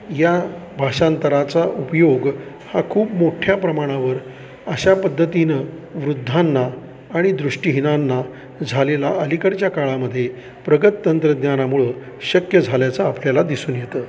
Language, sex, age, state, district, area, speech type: Marathi, male, 45-60, Maharashtra, Satara, rural, spontaneous